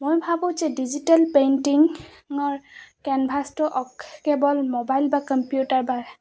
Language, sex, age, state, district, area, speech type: Assamese, female, 18-30, Assam, Goalpara, rural, spontaneous